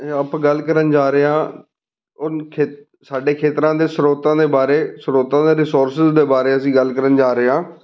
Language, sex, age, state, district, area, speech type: Punjabi, male, 30-45, Punjab, Fazilka, rural, spontaneous